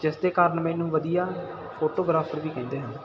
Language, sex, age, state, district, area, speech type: Punjabi, male, 18-30, Punjab, Muktsar, rural, spontaneous